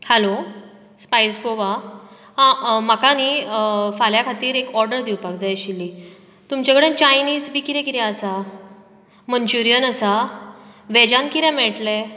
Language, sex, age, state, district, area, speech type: Goan Konkani, female, 30-45, Goa, Bardez, urban, spontaneous